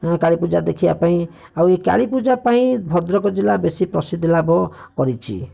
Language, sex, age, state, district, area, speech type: Odia, male, 30-45, Odisha, Bhadrak, rural, spontaneous